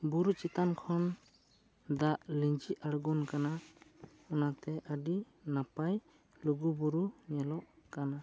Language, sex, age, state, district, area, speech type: Santali, male, 18-30, West Bengal, Bankura, rural, spontaneous